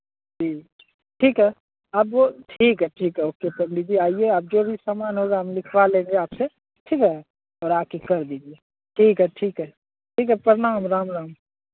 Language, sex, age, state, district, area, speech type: Hindi, male, 30-45, Bihar, Madhepura, rural, conversation